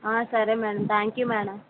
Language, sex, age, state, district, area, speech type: Telugu, female, 30-45, Andhra Pradesh, Vizianagaram, rural, conversation